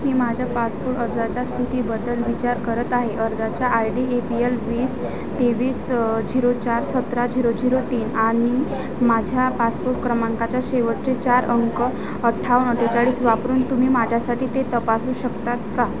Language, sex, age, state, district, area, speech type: Marathi, female, 18-30, Maharashtra, Wardha, rural, read